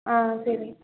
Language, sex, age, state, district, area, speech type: Tamil, female, 18-30, Tamil Nadu, Nilgiris, rural, conversation